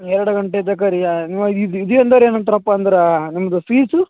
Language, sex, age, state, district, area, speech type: Kannada, male, 18-30, Karnataka, Gulbarga, urban, conversation